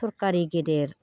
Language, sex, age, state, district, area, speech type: Bodo, female, 45-60, Assam, Baksa, rural, spontaneous